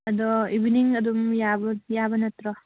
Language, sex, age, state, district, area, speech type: Manipuri, female, 30-45, Manipur, Kangpokpi, urban, conversation